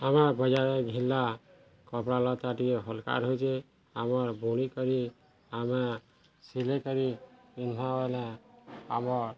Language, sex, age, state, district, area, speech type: Odia, male, 30-45, Odisha, Balangir, urban, spontaneous